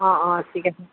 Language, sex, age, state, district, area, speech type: Assamese, female, 60+, Assam, Golaghat, urban, conversation